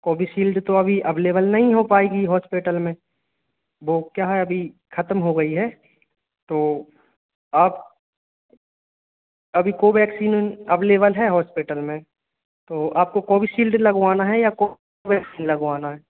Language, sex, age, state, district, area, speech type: Hindi, male, 18-30, Madhya Pradesh, Hoshangabad, urban, conversation